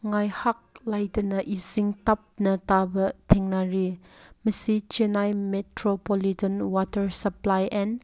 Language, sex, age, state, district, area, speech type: Manipuri, female, 18-30, Manipur, Kangpokpi, urban, read